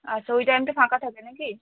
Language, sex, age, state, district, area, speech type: Bengali, female, 18-30, West Bengal, Cooch Behar, rural, conversation